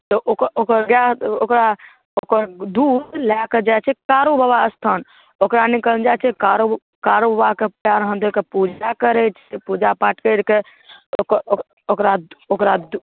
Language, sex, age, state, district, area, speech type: Maithili, male, 18-30, Bihar, Saharsa, rural, conversation